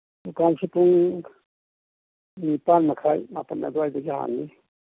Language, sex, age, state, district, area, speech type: Manipuri, male, 60+, Manipur, Imphal East, urban, conversation